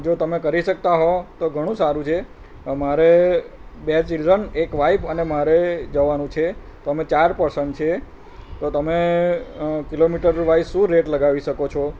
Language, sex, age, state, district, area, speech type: Gujarati, male, 45-60, Gujarat, Kheda, rural, spontaneous